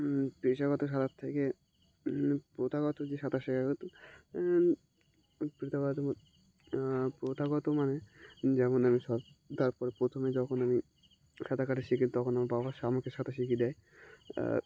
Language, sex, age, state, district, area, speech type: Bengali, male, 18-30, West Bengal, Uttar Dinajpur, urban, spontaneous